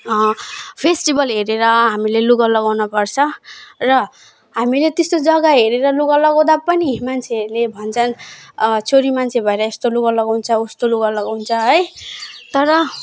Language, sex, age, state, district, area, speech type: Nepali, female, 18-30, West Bengal, Alipurduar, urban, spontaneous